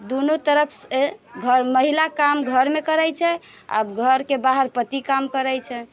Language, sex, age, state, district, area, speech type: Maithili, female, 30-45, Bihar, Muzaffarpur, rural, spontaneous